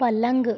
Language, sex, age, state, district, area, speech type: Hindi, female, 45-60, Madhya Pradesh, Balaghat, rural, read